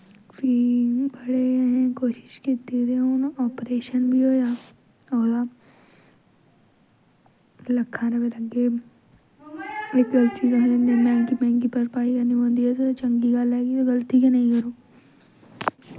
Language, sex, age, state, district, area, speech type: Dogri, female, 18-30, Jammu and Kashmir, Jammu, rural, spontaneous